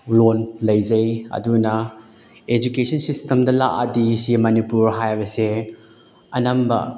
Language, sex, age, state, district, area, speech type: Manipuri, male, 18-30, Manipur, Chandel, rural, spontaneous